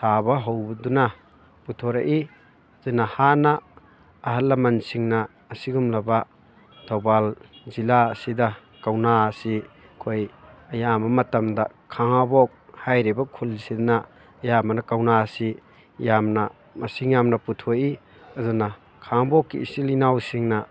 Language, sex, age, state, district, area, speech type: Manipuri, male, 18-30, Manipur, Thoubal, rural, spontaneous